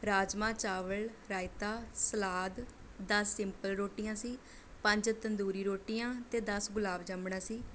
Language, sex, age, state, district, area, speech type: Punjabi, female, 18-30, Punjab, Mohali, rural, spontaneous